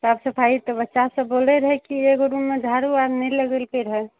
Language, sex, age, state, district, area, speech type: Maithili, female, 18-30, Bihar, Madhepura, rural, conversation